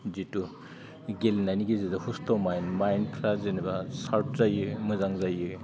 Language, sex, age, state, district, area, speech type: Bodo, male, 45-60, Assam, Udalguri, rural, spontaneous